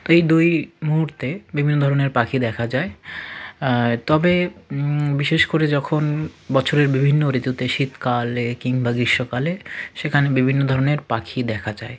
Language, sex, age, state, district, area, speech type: Bengali, male, 45-60, West Bengal, South 24 Parganas, rural, spontaneous